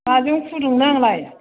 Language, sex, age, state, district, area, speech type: Bodo, female, 60+, Assam, Chirang, urban, conversation